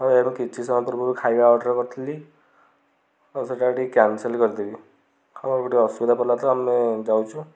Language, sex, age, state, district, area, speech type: Odia, male, 18-30, Odisha, Kendujhar, urban, spontaneous